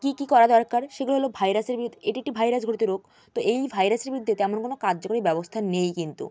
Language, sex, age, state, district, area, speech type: Bengali, female, 18-30, West Bengal, Jalpaiguri, rural, spontaneous